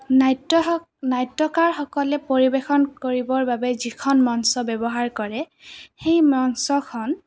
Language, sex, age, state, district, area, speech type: Assamese, female, 18-30, Assam, Goalpara, rural, spontaneous